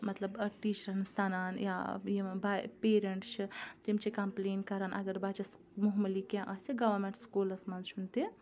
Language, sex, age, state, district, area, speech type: Kashmiri, female, 30-45, Jammu and Kashmir, Ganderbal, rural, spontaneous